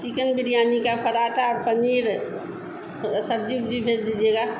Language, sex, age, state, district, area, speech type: Hindi, female, 60+, Bihar, Vaishali, urban, spontaneous